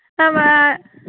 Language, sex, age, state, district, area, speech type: Malayalam, female, 18-30, Kerala, Alappuzha, rural, conversation